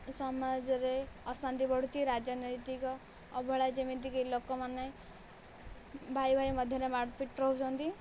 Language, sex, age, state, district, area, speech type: Odia, female, 18-30, Odisha, Nayagarh, rural, spontaneous